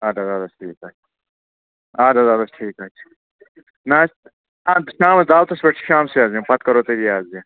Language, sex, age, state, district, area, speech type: Kashmiri, male, 18-30, Jammu and Kashmir, Budgam, rural, conversation